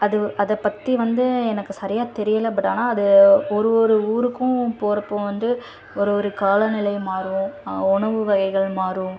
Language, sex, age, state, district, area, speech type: Tamil, female, 18-30, Tamil Nadu, Tirunelveli, rural, spontaneous